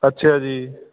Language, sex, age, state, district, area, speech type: Punjabi, male, 45-60, Punjab, Fatehgarh Sahib, rural, conversation